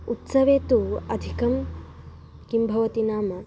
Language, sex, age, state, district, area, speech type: Sanskrit, female, 18-30, Karnataka, Chitradurga, rural, spontaneous